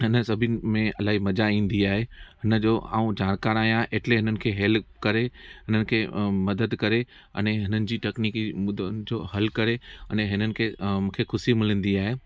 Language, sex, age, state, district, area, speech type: Sindhi, male, 30-45, Gujarat, Junagadh, rural, spontaneous